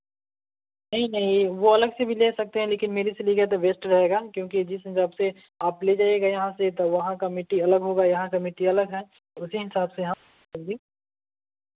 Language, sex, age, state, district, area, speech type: Hindi, male, 18-30, Bihar, Vaishali, urban, conversation